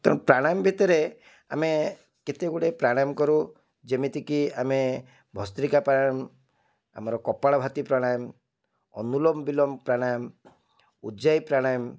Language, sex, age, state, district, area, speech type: Odia, male, 45-60, Odisha, Cuttack, urban, spontaneous